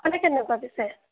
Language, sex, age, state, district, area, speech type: Assamese, female, 18-30, Assam, Majuli, urban, conversation